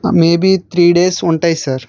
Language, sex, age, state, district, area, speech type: Telugu, male, 30-45, Andhra Pradesh, Vizianagaram, rural, spontaneous